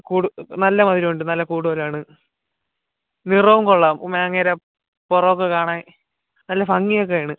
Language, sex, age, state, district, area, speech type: Malayalam, male, 18-30, Kerala, Kollam, rural, conversation